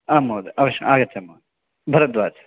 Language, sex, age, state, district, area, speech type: Sanskrit, male, 18-30, Telangana, Medchal, rural, conversation